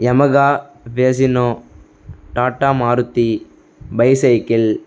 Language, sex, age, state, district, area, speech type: Tamil, male, 18-30, Tamil Nadu, Thanjavur, rural, spontaneous